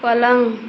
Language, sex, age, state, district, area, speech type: Hindi, female, 30-45, Uttar Pradesh, Azamgarh, rural, read